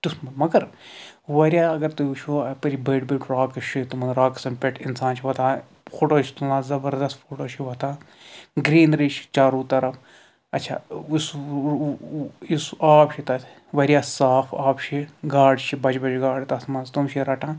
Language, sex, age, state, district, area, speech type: Kashmiri, male, 45-60, Jammu and Kashmir, Budgam, rural, spontaneous